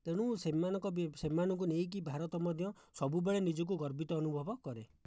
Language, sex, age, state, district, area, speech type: Odia, male, 60+, Odisha, Jajpur, rural, spontaneous